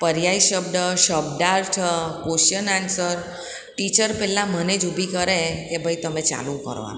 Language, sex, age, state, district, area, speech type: Gujarati, female, 60+, Gujarat, Surat, urban, spontaneous